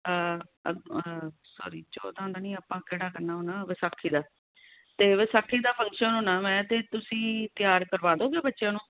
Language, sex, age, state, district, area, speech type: Punjabi, female, 45-60, Punjab, Tarn Taran, urban, conversation